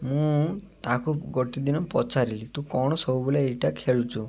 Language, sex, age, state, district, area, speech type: Odia, male, 18-30, Odisha, Malkangiri, urban, spontaneous